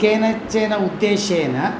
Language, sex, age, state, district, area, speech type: Sanskrit, male, 60+, Tamil Nadu, Coimbatore, urban, spontaneous